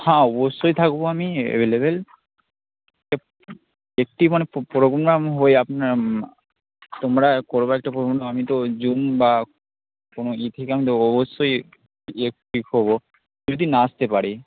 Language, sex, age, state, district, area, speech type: Bengali, male, 18-30, West Bengal, Malda, rural, conversation